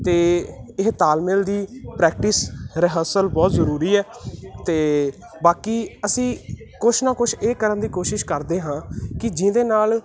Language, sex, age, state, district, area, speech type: Punjabi, male, 18-30, Punjab, Muktsar, urban, spontaneous